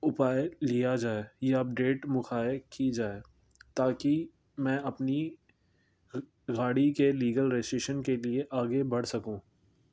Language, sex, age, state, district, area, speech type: Urdu, male, 18-30, Delhi, North East Delhi, urban, spontaneous